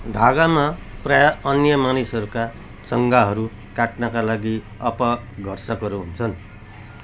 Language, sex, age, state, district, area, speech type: Nepali, male, 45-60, West Bengal, Jalpaiguri, urban, read